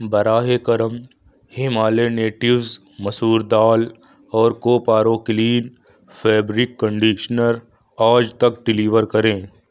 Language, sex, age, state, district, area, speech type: Urdu, male, 18-30, Uttar Pradesh, Lucknow, rural, read